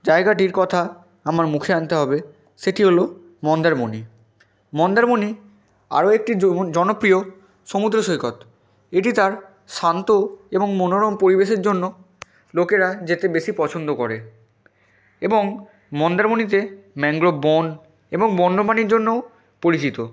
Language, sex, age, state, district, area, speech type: Bengali, male, 18-30, West Bengal, Purba Medinipur, rural, spontaneous